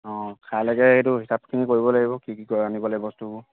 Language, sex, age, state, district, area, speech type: Assamese, male, 30-45, Assam, Dibrugarh, rural, conversation